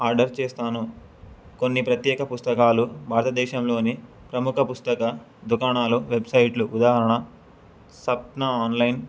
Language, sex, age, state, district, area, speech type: Telugu, male, 18-30, Telangana, Suryapet, urban, spontaneous